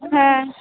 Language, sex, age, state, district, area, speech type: Bengali, female, 18-30, West Bengal, Cooch Behar, rural, conversation